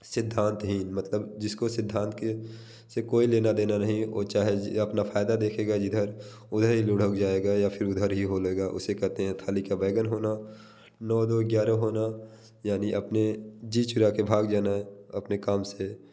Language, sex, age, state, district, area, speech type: Hindi, male, 30-45, Uttar Pradesh, Bhadohi, rural, spontaneous